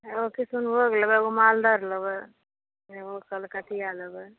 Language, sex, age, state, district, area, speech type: Maithili, female, 60+, Bihar, Saharsa, rural, conversation